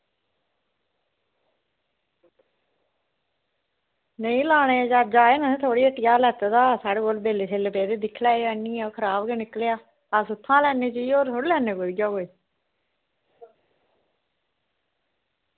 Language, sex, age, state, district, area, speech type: Dogri, female, 30-45, Jammu and Kashmir, Reasi, rural, conversation